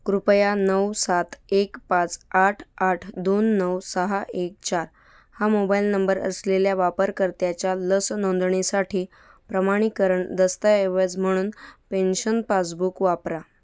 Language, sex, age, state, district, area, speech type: Marathi, female, 18-30, Maharashtra, Mumbai Suburban, rural, read